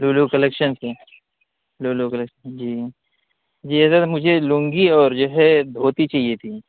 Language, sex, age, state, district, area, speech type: Urdu, male, 30-45, Bihar, Purnia, rural, conversation